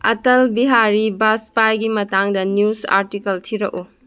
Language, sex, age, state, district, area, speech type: Manipuri, female, 18-30, Manipur, Kakching, rural, read